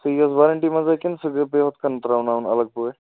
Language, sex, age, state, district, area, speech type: Kashmiri, male, 30-45, Jammu and Kashmir, Kupwara, urban, conversation